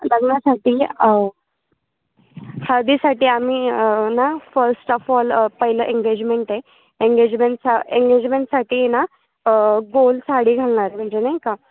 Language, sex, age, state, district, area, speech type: Marathi, female, 18-30, Maharashtra, Ahmednagar, rural, conversation